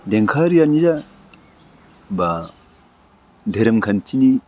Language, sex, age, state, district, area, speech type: Bodo, male, 60+, Assam, Udalguri, urban, spontaneous